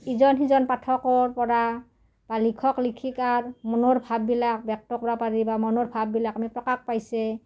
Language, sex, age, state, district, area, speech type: Assamese, female, 45-60, Assam, Udalguri, rural, spontaneous